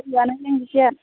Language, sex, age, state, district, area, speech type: Hindi, female, 30-45, Uttar Pradesh, Mirzapur, rural, conversation